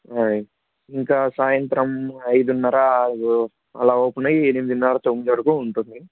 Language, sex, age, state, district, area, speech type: Telugu, male, 18-30, Andhra Pradesh, Sri Satya Sai, urban, conversation